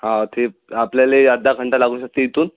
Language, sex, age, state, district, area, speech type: Marathi, male, 18-30, Maharashtra, Amravati, urban, conversation